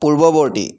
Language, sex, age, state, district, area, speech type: Assamese, male, 18-30, Assam, Kamrup Metropolitan, urban, read